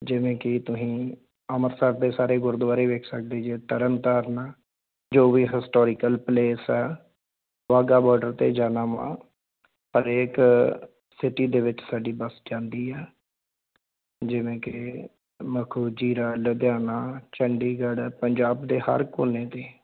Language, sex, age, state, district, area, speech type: Punjabi, male, 45-60, Punjab, Tarn Taran, rural, conversation